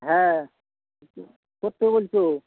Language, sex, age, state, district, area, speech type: Bengali, male, 45-60, West Bengal, Dakshin Dinajpur, rural, conversation